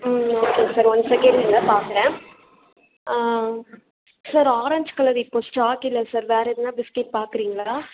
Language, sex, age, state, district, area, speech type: Tamil, female, 18-30, Tamil Nadu, Chengalpattu, urban, conversation